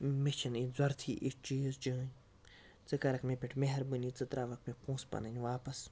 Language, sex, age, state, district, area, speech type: Kashmiri, male, 60+, Jammu and Kashmir, Baramulla, rural, spontaneous